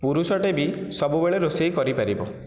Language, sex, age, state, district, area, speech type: Odia, male, 18-30, Odisha, Nayagarh, rural, spontaneous